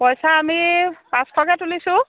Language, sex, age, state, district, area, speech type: Assamese, female, 45-60, Assam, Lakhimpur, rural, conversation